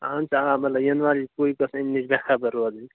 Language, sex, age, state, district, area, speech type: Kashmiri, male, 30-45, Jammu and Kashmir, Bandipora, rural, conversation